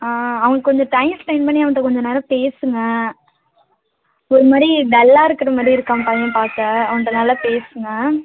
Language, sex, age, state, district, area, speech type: Tamil, female, 30-45, Tamil Nadu, Ariyalur, rural, conversation